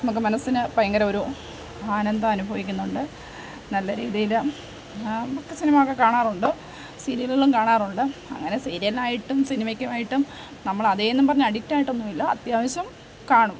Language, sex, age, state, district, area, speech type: Malayalam, female, 30-45, Kerala, Pathanamthitta, rural, spontaneous